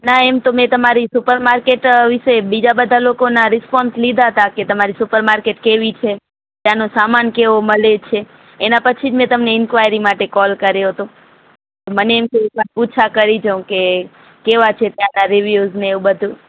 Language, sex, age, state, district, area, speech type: Gujarati, female, 45-60, Gujarat, Morbi, rural, conversation